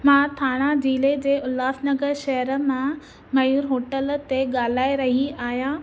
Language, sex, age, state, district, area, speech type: Sindhi, female, 18-30, Maharashtra, Thane, urban, spontaneous